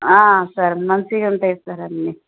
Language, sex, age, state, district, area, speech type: Telugu, female, 45-60, Telangana, Ranga Reddy, rural, conversation